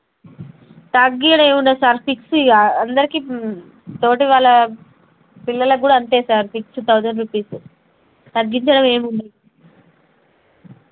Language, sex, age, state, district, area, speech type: Telugu, female, 30-45, Telangana, Jangaon, rural, conversation